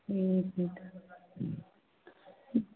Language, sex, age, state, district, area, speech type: Maithili, female, 30-45, Bihar, Samastipur, rural, conversation